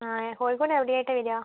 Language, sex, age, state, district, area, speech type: Malayalam, female, 18-30, Kerala, Kozhikode, urban, conversation